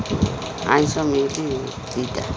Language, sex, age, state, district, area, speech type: Odia, female, 60+, Odisha, Jagatsinghpur, rural, spontaneous